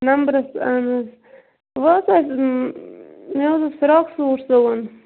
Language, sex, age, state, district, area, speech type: Kashmiri, female, 18-30, Jammu and Kashmir, Bandipora, rural, conversation